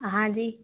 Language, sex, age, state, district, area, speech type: Hindi, female, 18-30, Rajasthan, Karauli, rural, conversation